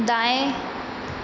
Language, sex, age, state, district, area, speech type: Hindi, female, 18-30, Madhya Pradesh, Hoshangabad, rural, read